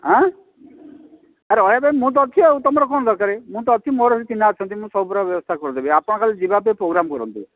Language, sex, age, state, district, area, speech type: Odia, male, 60+, Odisha, Kandhamal, rural, conversation